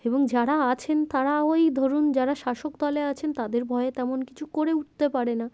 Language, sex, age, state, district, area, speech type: Bengali, female, 18-30, West Bengal, Darjeeling, urban, spontaneous